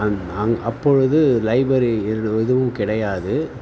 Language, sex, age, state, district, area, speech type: Tamil, male, 45-60, Tamil Nadu, Tiruvannamalai, rural, spontaneous